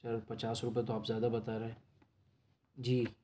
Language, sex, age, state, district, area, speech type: Urdu, male, 18-30, Delhi, Central Delhi, urban, spontaneous